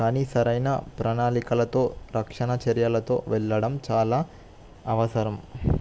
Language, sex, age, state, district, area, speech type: Telugu, male, 18-30, Telangana, Nizamabad, urban, spontaneous